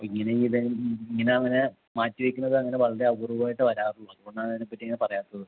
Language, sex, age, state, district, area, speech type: Malayalam, male, 30-45, Kerala, Ernakulam, rural, conversation